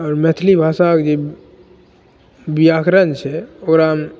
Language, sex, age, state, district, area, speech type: Maithili, male, 18-30, Bihar, Begusarai, rural, spontaneous